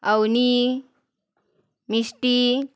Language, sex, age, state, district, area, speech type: Marathi, female, 30-45, Maharashtra, Wardha, rural, spontaneous